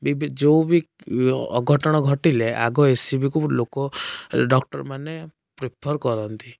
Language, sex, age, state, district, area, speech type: Odia, male, 18-30, Odisha, Cuttack, urban, spontaneous